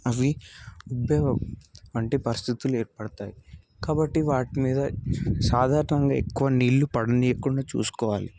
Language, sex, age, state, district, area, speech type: Telugu, male, 18-30, Telangana, Nalgonda, urban, spontaneous